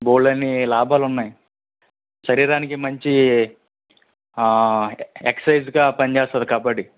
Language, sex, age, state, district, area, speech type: Telugu, male, 18-30, Andhra Pradesh, East Godavari, rural, conversation